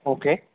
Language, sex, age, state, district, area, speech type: Gujarati, male, 30-45, Gujarat, Morbi, urban, conversation